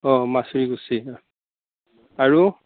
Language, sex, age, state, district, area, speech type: Assamese, male, 60+, Assam, Darrang, rural, conversation